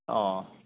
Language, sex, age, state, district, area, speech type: Assamese, male, 30-45, Assam, Goalpara, rural, conversation